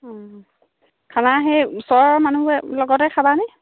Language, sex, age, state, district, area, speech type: Assamese, female, 30-45, Assam, Sivasagar, rural, conversation